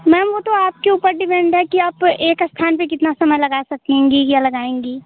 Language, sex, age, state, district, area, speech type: Hindi, female, 18-30, Uttar Pradesh, Jaunpur, urban, conversation